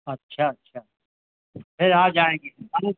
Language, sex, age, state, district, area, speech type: Hindi, male, 60+, Uttar Pradesh, Hardoi, rural, conversation